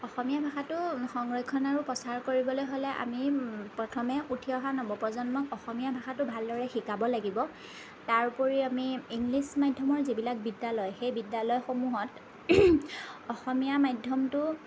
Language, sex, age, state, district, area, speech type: Assamese, female, 30-45, Assam, Lakhimpur, rural, spontaneous